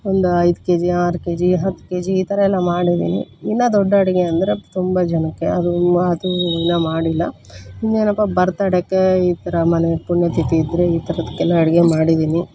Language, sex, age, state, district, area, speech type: Kannada, female, 30-45, Karnataka, Koppal, rural, spontaneous